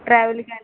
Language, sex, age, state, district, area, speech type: Telugu, female, 18-30, Andhra Pradesh, Visakhapatnam, rural, conversation